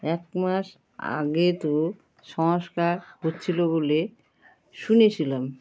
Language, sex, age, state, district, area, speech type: Bengali, female, 45-60, West Bengal, Alipurduar, rural, read